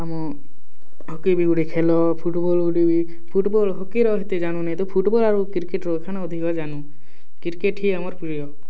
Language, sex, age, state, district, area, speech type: Odia, male, 18-30, Odisha, Kalahandi, rural, spontaneous